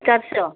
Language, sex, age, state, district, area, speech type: Odia, female, 45-60, Odisha, Mayurbhanj, rural, conversation